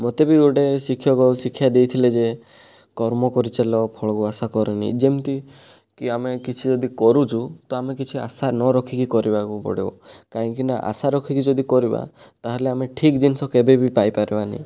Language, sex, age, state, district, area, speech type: Odia, male, 30-45, Odisha, Kandhamal, rural, spontaneous